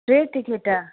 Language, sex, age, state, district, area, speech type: Sindhi, female, 30-45, Uttar Pradesh, Lucknow, urban, conversation